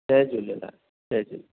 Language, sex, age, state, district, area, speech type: Sindhi, male, 60+, Maharashtra, Thane, urban, conversation